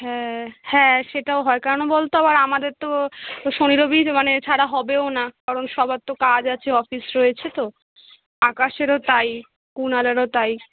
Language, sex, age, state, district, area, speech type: Bengali, female, 18-30, West Bengal, Kolkata, urban, conversation